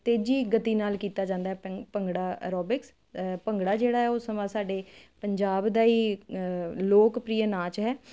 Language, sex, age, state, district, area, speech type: Punjabi, female, 30-45, Punjab, Kapurthala, urban, spontaneous